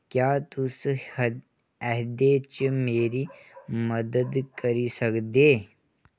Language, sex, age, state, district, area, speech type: Dogri, male, 18-30, Jammu and Kashmir, Kathua, rural, read